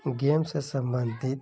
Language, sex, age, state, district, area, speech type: Hindi, male, 30-45, Uttar Pradesh, Ghazipur, urban, spontaneous